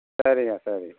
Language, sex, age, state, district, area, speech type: Tamil, male, 60+, Tamil Nadu, Ariyalur, rural, conversation